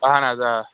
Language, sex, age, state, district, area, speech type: Kashmiri, male, 18-30, Jammu and Kashmir, Kulgam, rural, conversation